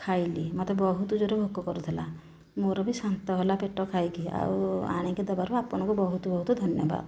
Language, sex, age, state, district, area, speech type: Odia, female, 45-60, Odisha, Nayagarh, rural, spontaneous